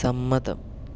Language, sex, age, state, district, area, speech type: Malayalam, male, 18-30, Kerala, Palakkad, urban, read